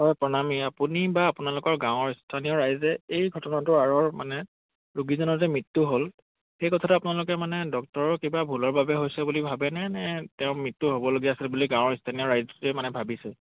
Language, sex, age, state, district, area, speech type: Assamese, male, 18-30, Assam, Majuli, urban, conversation